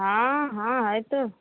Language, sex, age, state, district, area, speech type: Hindi, female, 30-45, Uttar Pradesh, Mau, rural, conversation